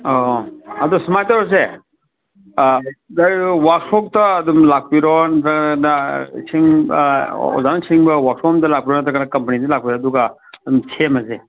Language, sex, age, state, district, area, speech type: Manipuri, male, 45-60, Manipur, Kangpokpi, urban, conversation